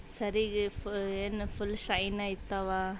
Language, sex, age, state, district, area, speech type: Kannada, female, 30-45, Karnataka, Bidar, urban, spontaneous